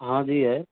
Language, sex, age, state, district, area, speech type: Hindi, male, 30-45, Rajasthan, Karauli, rural, conversation